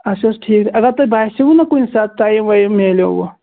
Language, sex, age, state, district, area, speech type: Kashmiri, male, 30-45, Jammu and Kashmir, Pulwama, rural, conversation